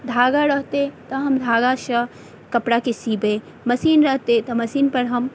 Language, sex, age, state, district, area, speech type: Maithili, female, 30-45, Bihar, Madhubani, rural, spontaneous